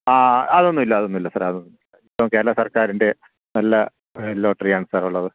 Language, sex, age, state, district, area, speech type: Malayalam, male, 30-45, Kerala, Thiruvananthapuram, rural, conversation